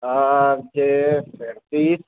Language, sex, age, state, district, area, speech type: Hindi, male, 18-30, Rajasthan, Nagaur, rural, conversation